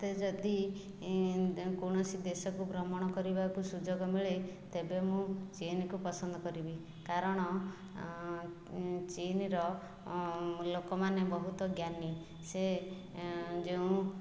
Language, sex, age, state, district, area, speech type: Odia, female, 45-60, Odisha, Jajpur, rural, spontaneous